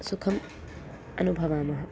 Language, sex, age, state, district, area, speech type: Sanskrit, female, 60+, Maharashtra, Mumbai City, urban, spontaneous